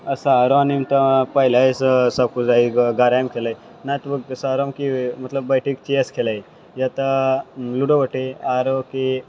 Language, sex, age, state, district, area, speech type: Maithili, male, 60+, Bihar, Purnia, rural, spontaneous